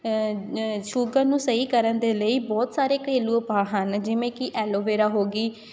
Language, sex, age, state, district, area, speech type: Punjabi, female, 18-30, Punjab, Shaheed Bhagat Singh Nagar, rural, spontaneous